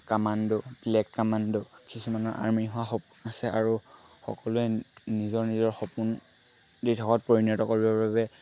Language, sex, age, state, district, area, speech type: Assamese, male, 18-30, Assam, Lakhimpur, rural, spontaneous